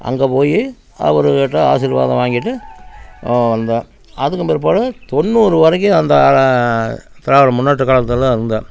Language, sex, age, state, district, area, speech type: Tamil, male, 60+, Tamil Nadu, Namakkal, rural, spontaneous